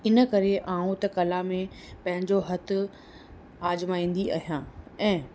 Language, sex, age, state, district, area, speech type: Sindhi, female, 30-45, Rajasthan, Ajmer, urban, spontaneous